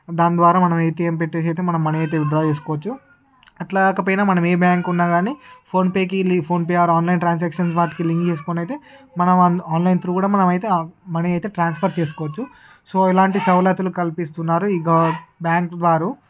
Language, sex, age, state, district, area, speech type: Telugu, male, 18-30, Andhra Pradesh, Srikakulam, urban, spontaneous